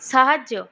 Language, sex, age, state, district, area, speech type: Bengali, female, 18-30, West Bengal, Paschim Bardhaman, urban, read